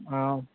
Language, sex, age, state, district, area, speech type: Sanskrit, male, 18-30, Kerala, Thiruvananthapuram, urban, conversation